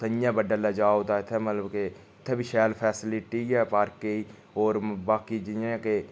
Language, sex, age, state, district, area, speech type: Dogri, male, 30-45, Jammu and Kashmir, Udhampur, rural, spontaneous